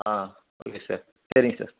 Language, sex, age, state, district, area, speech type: Tamil, male, 45-60, Tamil Nadu, Sivaganga, rural, conversation